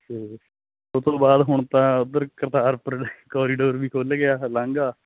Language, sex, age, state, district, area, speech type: Punjabi, male, 18-30, Punjab, Hoshiarpur, rural, conversation